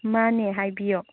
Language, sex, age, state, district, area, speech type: Manipuri, female, 30-45, Manipur, Chandel, rural, conversation